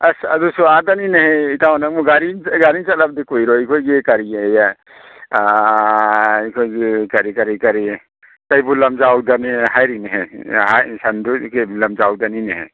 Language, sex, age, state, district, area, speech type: Manipuri, male, 30-45, Manipur, Kakching, rural, conversation